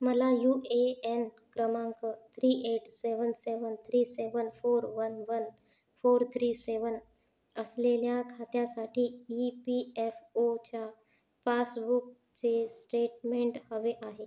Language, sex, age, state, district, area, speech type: Marathi, female, 30-45, Maharashtra, Yavatmal, rural, read